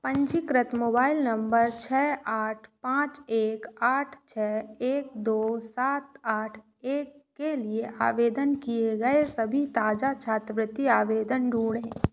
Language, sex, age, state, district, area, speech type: Hindi, female, 18-30, Madhya Pradesh, Katni, urban, read